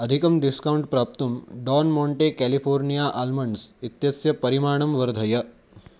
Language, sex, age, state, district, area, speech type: Sanskrit, male, 18-30, Maharashtra, Nashik, urban, read